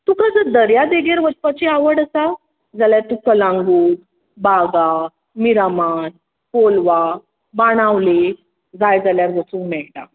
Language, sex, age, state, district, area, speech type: Goan Konkani, female, 45-60, Goa, Tiswadi, rural, conversation